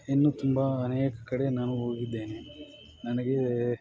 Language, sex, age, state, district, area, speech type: Kannada, male, 45-60, Karnataka, Bangalore Urban, rural, spontaneous